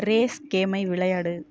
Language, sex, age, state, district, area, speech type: Tamil, female, 45-60, Tamil Nadu, Ariyalur, rural, read